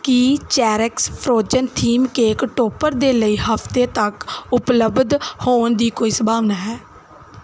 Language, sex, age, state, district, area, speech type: Punjabi, female, 18-30, Punjab, Gurdaspur, rural, read